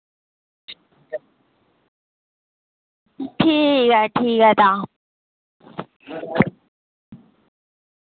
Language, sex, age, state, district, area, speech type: Dogri, female, 60+, Jammu and Kashmir, Udhampur, rural, conversation